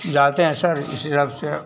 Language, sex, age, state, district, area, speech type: Hindi, male, 45-60, Bihar, Madhepura, rural, spontaneous